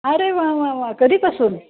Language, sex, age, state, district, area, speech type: Marathi, female, 30-45, Maharashtra, Nashik, urban, conversation